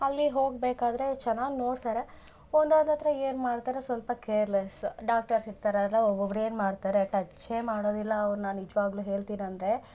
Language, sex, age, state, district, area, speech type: Kannada, female, 18-30, Karnataka, Bangalore Rural, rural, spontaneous